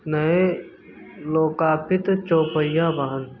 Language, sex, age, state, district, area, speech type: Hindi, male, 18-30, Uttar Pradesh, Mirzapur, urban, read